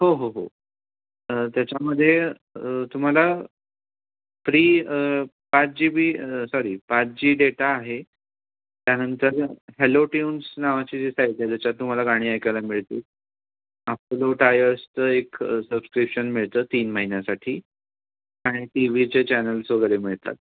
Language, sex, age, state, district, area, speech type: Marathi, male, 18-30, Maharashtra, Raigad, rural, conversation